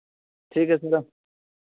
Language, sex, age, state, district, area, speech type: Hindi, male, 45-60, Uttar Pradesh, Pratapgarh, rural, conversation